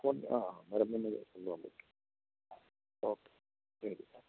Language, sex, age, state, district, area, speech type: Malayalam, male, 60+, Kerala, Kottayam, urban, conversation